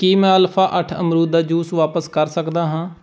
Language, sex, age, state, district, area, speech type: Punjabi, male, 18-30, Punjab, Pathankot, rural, read